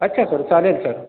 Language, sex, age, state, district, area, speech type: Marathi, male, 30-45, Maharashtra, Washim, rural, conversation